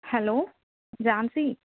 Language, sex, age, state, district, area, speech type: Telugu, female, 30-45, Telangana, Adilabad, rural, conversation